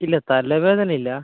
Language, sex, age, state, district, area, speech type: Malayalam, male, 18-30, Kerala, Kozhikode, urban, conversation